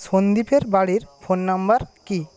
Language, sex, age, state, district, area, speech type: Bengali, male, 30-45, West Bengal, Paschim Medinipur, rural, read